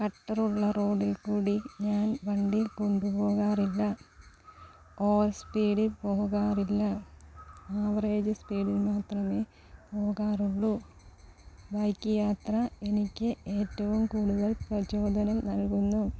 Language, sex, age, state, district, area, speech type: Malayalam, female, 30-45, Kerala, Palakkad, rural, spontaneous